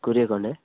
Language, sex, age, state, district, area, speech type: Odia, male, 18-30, Odisha, Malkangiri, urban, conversation